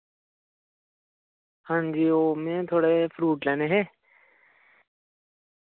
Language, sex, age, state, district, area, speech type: Dogri, male, 30-45, Jammu and Kashmir, Reasi, urban, conversation